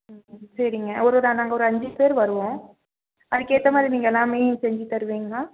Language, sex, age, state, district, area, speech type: Tamil, female, 18-30, Tamil Nadu, Nilgiris, rural, conversation